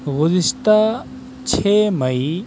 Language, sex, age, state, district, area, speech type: Urdu, male, 18-30, Delhi, South Delhi, urban, spontaneous